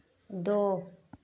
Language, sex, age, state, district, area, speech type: Hindi, female, 18-30, Uttar Pradesh, Azamgarh, rural, read